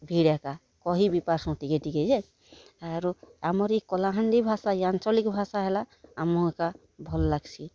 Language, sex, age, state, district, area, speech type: Odia, female, 45-60, Odisha, Kalahandi, rural, spontaneous